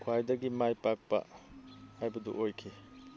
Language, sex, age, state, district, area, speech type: Manipuri, male, 45-60, Manipur, Thoubal, rural, spontaneous